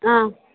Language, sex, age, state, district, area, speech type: Sanskrit, female, 45-60, Karnataka, Dakshina Kannada, rural, conversation